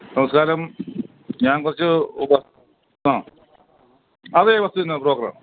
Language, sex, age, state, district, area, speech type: Malayalam, male, 60+, Kerala, Kottayam, rural, conversation